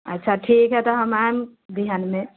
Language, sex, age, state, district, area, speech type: Maithili, female, 18-30, Bihar, Muzaffarpur, rural, conversation